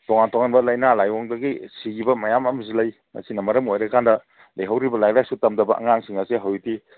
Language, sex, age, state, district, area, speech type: Manipuri, male, 45-60, Manipur, Kangpokpi, urban, conversation